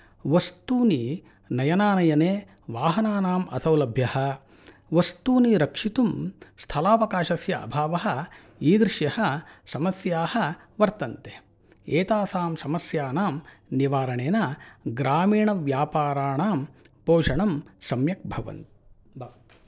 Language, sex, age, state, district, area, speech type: Sanskrit, male, 45-60, Karnataka, Mysore, urban, spontaneous